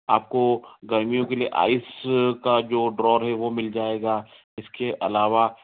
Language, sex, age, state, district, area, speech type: Hindi, male, 30-45, Madhya Pradesh, Ujjain, urban, conversation